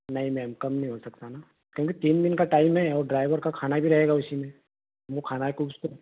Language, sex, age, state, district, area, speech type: Hindi, male, 30-45, Madhya Pradesh, Betul, urban, conversation